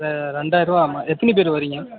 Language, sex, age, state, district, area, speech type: Tamil, male, 45-60, Tamil Nadu, Mayiladuthurai, rural, conversation